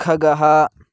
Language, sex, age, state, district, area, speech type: Sanskrit, male, 18-30, Karnataka, Chikkamagaluru, rural, read